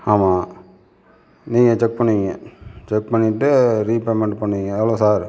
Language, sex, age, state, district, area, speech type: Tamil, male, 60+, Tamil Nadu, Sivaganga, urban, spontaneous